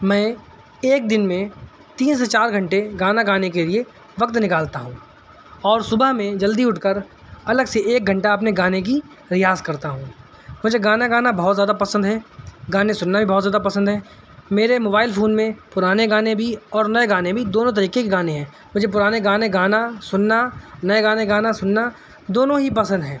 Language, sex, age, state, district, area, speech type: Urdu, male, 18-30, Uttar Pradesh, Shahjahanpur, urban, spontaneous